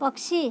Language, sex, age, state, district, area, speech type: Marathi, female, 30-45, Maharashtra, Amravati, urban, read